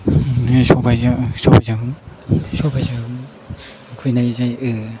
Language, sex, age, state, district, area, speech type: Bodo, male, 18-30, Assam, Chirang, rural, spontaneous